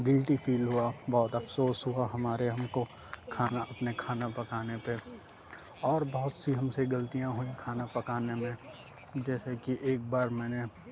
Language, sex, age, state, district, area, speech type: Urdu, male, 18-30, Uttar Pradesh, Lucknow, urban, spontaneous